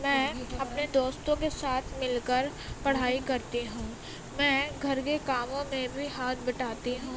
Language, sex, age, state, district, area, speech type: Urdu, female, 18-30, Uttar Pradesh, Gautam Buddha Nagar, urban, spontaneous